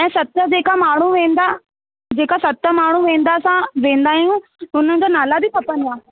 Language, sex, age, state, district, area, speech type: Sindhi, female, 18-30, Rajasthan, Ajmer, urban, conversation